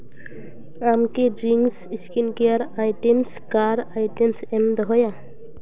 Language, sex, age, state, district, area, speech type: Santali, female, 18-30, West Bengal, Paschim Bardhaman, urban, read